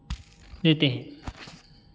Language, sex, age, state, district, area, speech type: Hindi, male, 30-45, Madhya Pradesh, Ujjain, rural, spontaneous